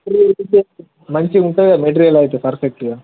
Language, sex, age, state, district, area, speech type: Telugu, male, 18-30, Telangana, Mahabubabad, urban, conversation